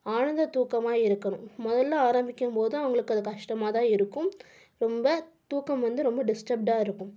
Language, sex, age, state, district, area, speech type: Tamil, female, 18-30, Tamil Nadu, Tiruppur, urban, spontaneous